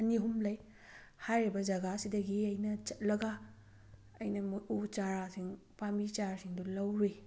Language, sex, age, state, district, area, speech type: Manipuri, female, 30-45, Manipur, Thoubal, urban, spontaneous